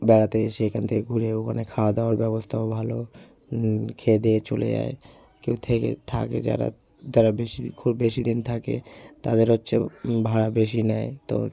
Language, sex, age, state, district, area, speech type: Bengali, male, 30-45, West Bengal, Hooghly, urban, spontaneous